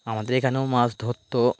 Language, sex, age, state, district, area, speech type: Bengali, male, 45-60, West Bengal, Birbhum, urban, spontaneous